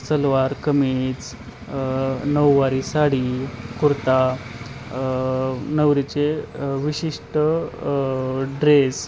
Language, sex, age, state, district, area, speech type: Marathi, male, 30-45, Maharashtra, Osmanabad, rural, spontaneous